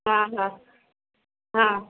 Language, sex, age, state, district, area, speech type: Hindi, female, 18-30, Madhya Pradesh, Jabalpur, urban, conversation